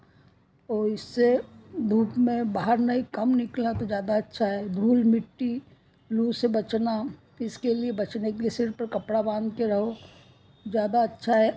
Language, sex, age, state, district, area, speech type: Hindi, female, 60+, Madhya Pradesh, Ujjain, urban, spontaneous